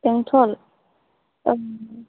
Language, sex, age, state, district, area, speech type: Bodo, female, 18-30, Assam, Chirang, rural, conversation